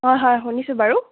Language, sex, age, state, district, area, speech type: Assamese, female, 18-30, Assam, Biswanath, rural, conversation